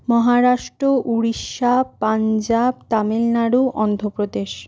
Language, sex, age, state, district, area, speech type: Bengali, female, 60+, West Bengal, Purulia, rural, spontaneous